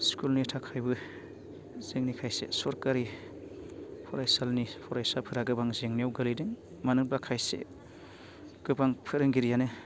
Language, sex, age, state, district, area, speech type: Bodo, male, 30-45, Assam, Baksa, urban, spontaneous